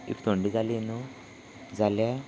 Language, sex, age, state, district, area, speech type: Goan Konkani, male, 18-30, Goa, Salcete, rural, spontaneous